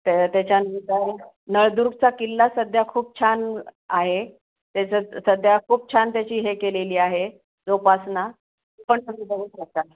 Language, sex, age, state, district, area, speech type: Marathi, female, 45-60, Maharashtra, Osmanabad, rural, conversation